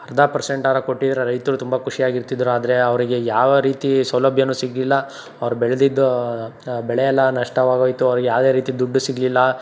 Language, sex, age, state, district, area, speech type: Kannada, male, 18-30, Karnataka, Tumkur, rural, spontaneous